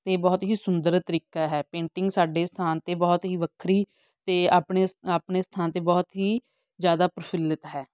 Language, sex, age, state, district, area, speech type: Punjabi, female, 45-60, Punjab, Fatehgarh Sahib, rural, spontaneous